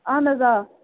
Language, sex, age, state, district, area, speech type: Kashmiri, female, 45-60, Jammu and Kashmir, Bandipora, urban, conversation